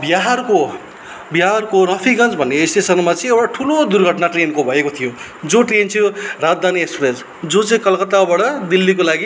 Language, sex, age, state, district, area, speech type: Nepali, male, 30-45, West Bengal, Darjeeling, rural, spontaneous